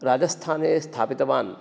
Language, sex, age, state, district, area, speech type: Sanskrit, male, 45-60, Karnataka, Shimoga, urban, spontaneous